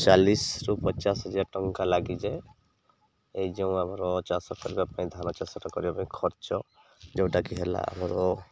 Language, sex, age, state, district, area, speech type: Odia, male, 30-45, Odisha, Subarnapur, urban, spontaneous